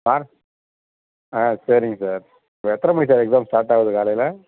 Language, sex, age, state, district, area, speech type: Tamil, male, 30-45, Tamil Nadu, Thanjavur, rural, conversation